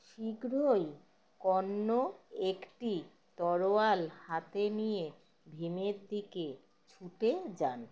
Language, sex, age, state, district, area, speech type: Bengali, female, 45-60, West Bengal, Howrah, urban, read